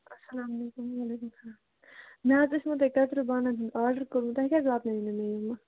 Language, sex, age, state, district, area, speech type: Kashmiri, female, 30-45, Jammu and Kashmir, Budgam, rural, conversation